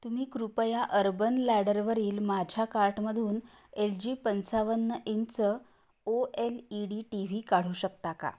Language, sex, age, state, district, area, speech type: Marathi, female, 45-60, Maharashtra, Kolhapur, urban, read